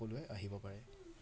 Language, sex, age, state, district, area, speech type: Assamese, male, 30-45, Assam, Dibrugarh, urban, spontaneous